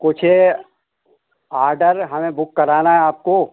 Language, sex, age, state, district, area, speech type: Hindi, male, 60+, Madhya Pradesh, Hoshangabad, urban, conversation